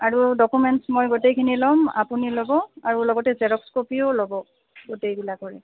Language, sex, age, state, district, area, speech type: Assamese, female, 30-45, Assam, Goalpara, urban, conversation